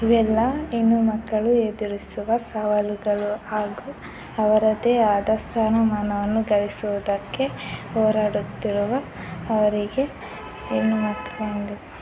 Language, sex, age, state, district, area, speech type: Kannada, female, 18-30, Karnataka, Chitradurga, rural, spontaneous